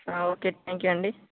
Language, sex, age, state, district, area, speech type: Telugu, male, 18-30, Telangana, Nalgonda, rural, conversation